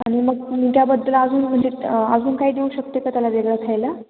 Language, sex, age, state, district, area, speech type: Marathi, female, 18-30, Maharashtra, Ahmednagar, rural, conversation